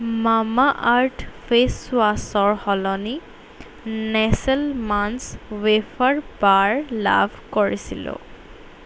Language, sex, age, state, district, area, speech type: Assamese, female, 18-30, Assam, Golaghat, urban, read